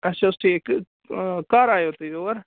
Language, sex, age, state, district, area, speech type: Kashmiri, male, 18-30, Jammu and Kashmir, Baramulla, rural, conversation